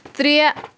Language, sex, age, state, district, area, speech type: Kashmiri, female, 18-30, Jammu and Kashmir, Kulgam, rural, read